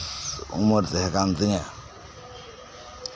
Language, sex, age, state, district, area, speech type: Santali, male, 45-60, West Bengal, Birbhum, rural, spontaneous